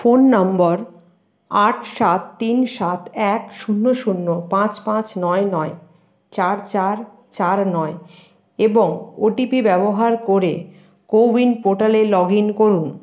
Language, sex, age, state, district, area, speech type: Bengali, female, 45-60, West Bengal, Paschim Bardhaman, rural, read